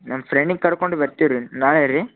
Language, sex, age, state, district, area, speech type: Kannada, male, 18-30, Karnataka, Gadag, rural, conversation